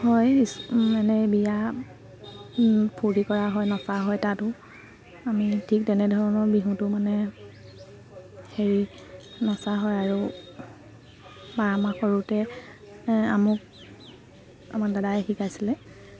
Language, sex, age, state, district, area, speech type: Assamese, female, 30-45, Assam, Lakhimpur, rural, spontaneous